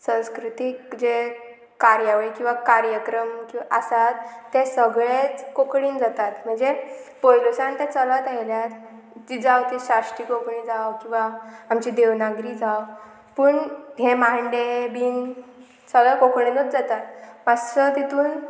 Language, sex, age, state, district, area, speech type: Goan Konkani, female, 18-30, Goa, Murmgao, rural, spontaneous